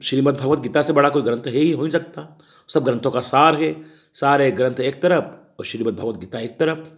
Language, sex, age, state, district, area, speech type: Hindi, male, 45-60, Madhya Pradesh, Ujjain, rural, spontaneous